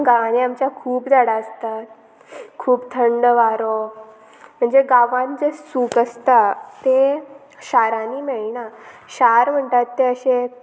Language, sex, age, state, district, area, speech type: Goan Konkani, female, 18-30, Goa, Murmgao, rural, spontaneous